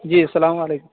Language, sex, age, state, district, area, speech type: Urdu, male, 18-30, Uttar Pradesh, Saharanpur, urban, conversation